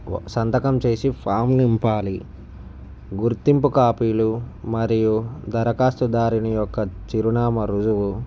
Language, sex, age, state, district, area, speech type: Telugu, male, 45-60, Andhra Pradesh, Visakhapatnam, urban, spontaneous